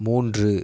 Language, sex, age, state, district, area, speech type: Tamil, male, 18-30, Tamil Nadu, Mayiladuthurai, urban, read